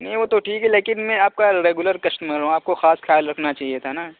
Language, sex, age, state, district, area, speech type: Urdu, male, 30-45, Uttar Pradesh, Muzaffarnagar, urban, conversation